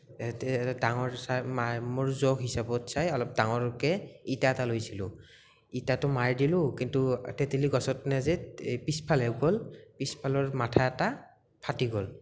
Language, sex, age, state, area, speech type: Assamese, male, 18-30, Assam, rural, spontaneous